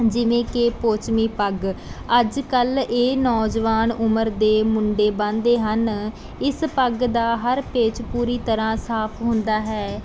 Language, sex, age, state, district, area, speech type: Punjabi, female, 18-30, Punjab, Bathinda, rural, spontaneous